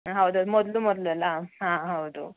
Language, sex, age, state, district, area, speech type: Kannada, female, 30-45, Karnataka, Udupi, rural, conversation